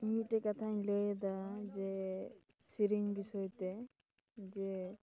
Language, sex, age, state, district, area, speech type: Santali, female, 30-45, West Bengal, Dakshin Dinajpur, rural, spontaneous